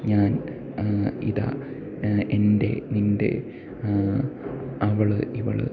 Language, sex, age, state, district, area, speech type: Malayalam, male, 18-30, Kerala, Idukki, rural, spontaneous